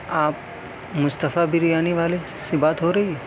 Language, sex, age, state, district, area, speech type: Urdu, male, 18-30, Delhi, South Delhi, urban, spontaneous